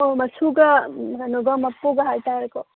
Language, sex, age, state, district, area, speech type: Manipuri, female, 30-45, Manipur, Kangpokpi, urban, conversation